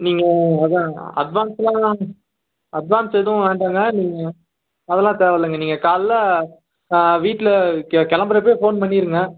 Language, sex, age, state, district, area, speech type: Tamil, male, 18-30, Tamil Nadu, Namakkal, urban, conversation